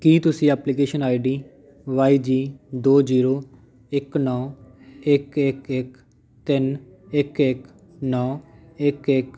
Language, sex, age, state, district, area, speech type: Punjabi, male, 30-45, Punjab, Patiala, urban, read